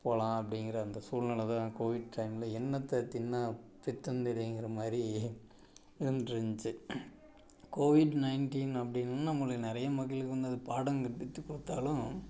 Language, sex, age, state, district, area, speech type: Tamil, male, 45-60, Tamil Nadu, Tiruppur, rural, spontaneous